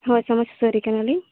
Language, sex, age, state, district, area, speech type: Santali, female, 18-30, Jharkhand, Seraikela Kharsawan, rural, conversation